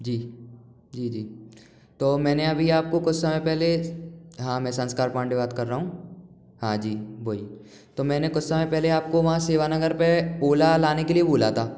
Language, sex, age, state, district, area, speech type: Hindi, male, 18-30, Madhya Pradesh, Gwalior, urban, spontaneous